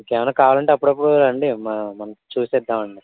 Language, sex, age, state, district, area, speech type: Telugu, male, 18-30, Andhra Pradesh, Eluru, rural, conversation